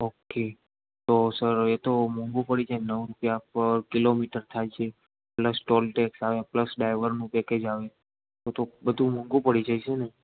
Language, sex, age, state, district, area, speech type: Gujarati, male, 18-30, Gujarat, Ahmedabad, rural, conversation